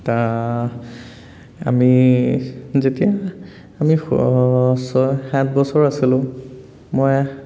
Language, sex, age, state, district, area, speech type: Assamese, male, 18-30, Assam, Dhemaji, urban, spontaneous